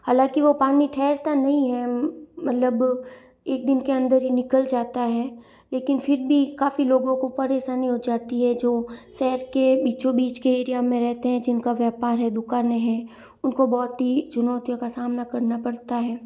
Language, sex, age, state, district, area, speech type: Hindi, female, 60+, Rajasthan, Jodhpur, urban, spontaneous